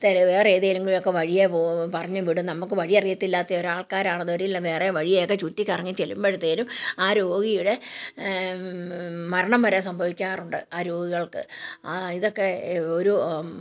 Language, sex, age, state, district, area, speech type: Malayalam, female, 60+, Kerala, Kottayam, rural, spontaneous